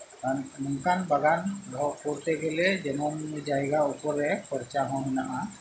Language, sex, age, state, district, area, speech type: Santali, male, 45-60, West Bengal, Birbhum, rural, spontaneous